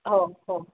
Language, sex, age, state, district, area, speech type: Marathi, female, 45-60, Maharashtra, Sangli, urban, conversation